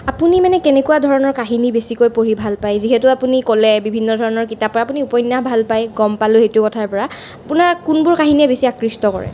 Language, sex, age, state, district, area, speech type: Assamese, female, 18-30, Assam, Nalbari, rural, spontaneous